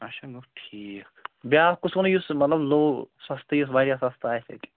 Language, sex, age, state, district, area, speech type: Kashmiri, male, 30-45, Jammu and Kashmir, Pulwama, rural, conversation